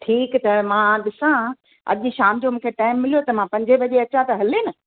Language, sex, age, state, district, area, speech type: Sindhi, female, 60+, Gujarat, Kutch, rural, conversation